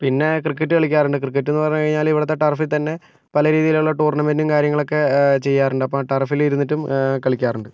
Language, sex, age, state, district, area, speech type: Malayalam, male, 18-30, Kerala, Kozhikode, urban, spontaneous